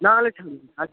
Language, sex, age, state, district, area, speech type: Bengali, male, 18-30, West Bengal, Paschim Medinipur, rural, conversation